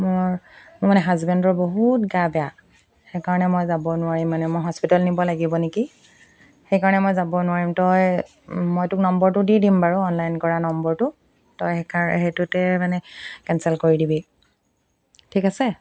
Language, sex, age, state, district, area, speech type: Assamese, female, 30-45, Assam, Golaghat, urban, spontaneous